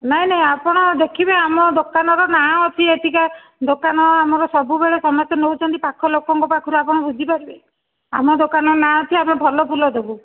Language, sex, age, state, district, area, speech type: Odia, female, 45-60, Odisha, Dhenkanal, rural, conversation